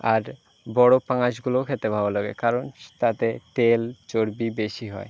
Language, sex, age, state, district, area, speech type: Bengali, male, 18-30, West Bengal, Birbhum, urban, spontaneous